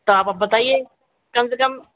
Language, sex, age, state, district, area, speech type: Hindi, female, 60+, Uttar Pradesh, Sitapur, rural, conversation